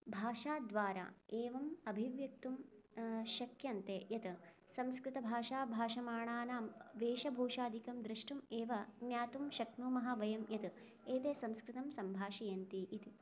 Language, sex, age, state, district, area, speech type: Sanskrit, female, 18-30, Karnataka, Chikkamagaluru, rural, spontaneous